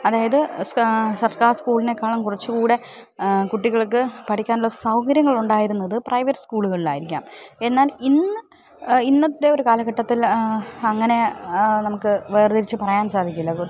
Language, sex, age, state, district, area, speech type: Malayalam, female, 30-45, Kerala, Thiruvananthapuram, urban, spontaneous